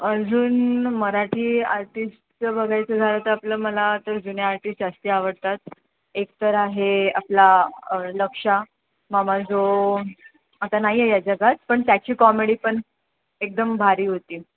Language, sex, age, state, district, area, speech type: Marathi, female, 30-45, Maharashtra, Mumbai Suburban, urban, conversation